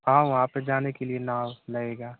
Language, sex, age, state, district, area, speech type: Hindi, male, 30-45, Uttar Pradesh, Mau, rural, conversation